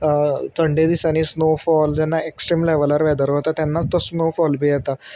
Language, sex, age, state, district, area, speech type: Goan Konkani, male, 30-45, Goa, Salcete, urban, spontaneous